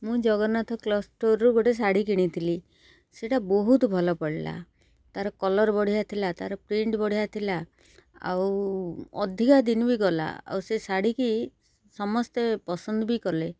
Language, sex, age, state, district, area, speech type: Odia, female, 45-60, Odisha, Kendrapara, urban, spontaneous